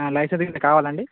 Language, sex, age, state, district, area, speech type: Telugu, male, 18-30, Telangana, Bhadradri Kothagudem, urban, conversation